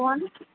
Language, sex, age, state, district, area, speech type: Marathi, female, 18-30, Maharashtra, Wardha, rural, conversation